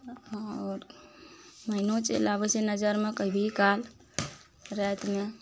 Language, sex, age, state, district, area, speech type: Maithili, female, 45-60, Bihar, Araria, rural, spontaneous